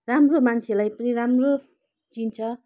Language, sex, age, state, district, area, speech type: Nepali, female, 30-45, West Bengal, Kalimpong, rural, spontaneous